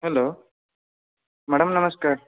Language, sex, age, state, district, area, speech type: Odia, male, 30-45, Odisha, Nayagarh, rural, conversation